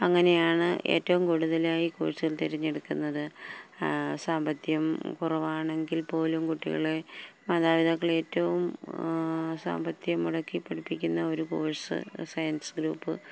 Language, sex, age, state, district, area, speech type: Malayalam, female, 45-60, Kerala, Palakkad, rural, spontaneous